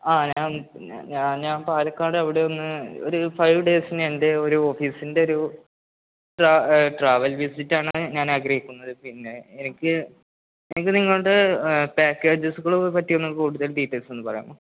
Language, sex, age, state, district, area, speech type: Malayalam, male, 18-30, Kerala, Malappuram, rural, conversation